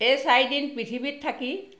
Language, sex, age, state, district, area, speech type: Assamese, female, 45-60, Assam, Sivasagar, rural, spontaneous